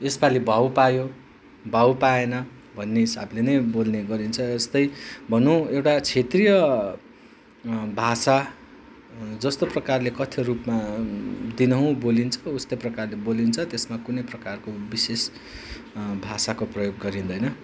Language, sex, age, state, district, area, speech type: Nepali, male, 30-45, West Bengal, Darjeeling, rural, spontaneous